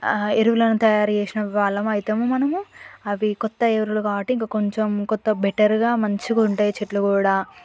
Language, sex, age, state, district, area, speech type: Telugu, female, 18-30, Telangana, Yadadri Bhuvanagiri, rural, spontaneous